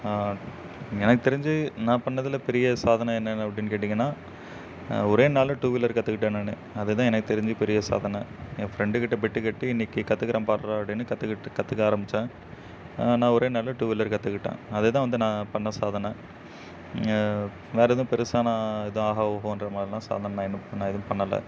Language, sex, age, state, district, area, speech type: Tamil, male, 18-30, Tamil Nadu, Namakkal, rural, spontaneous